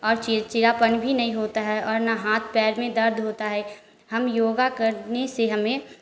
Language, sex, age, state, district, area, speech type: Hindi, female, 18-30, Bihar, Samastipur, rural, spontaneous